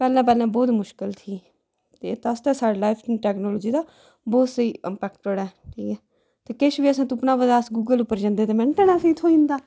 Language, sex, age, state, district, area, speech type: Dogri, female, 30-45, Jammu and Kashmir, Udhampur, rural, spontaneous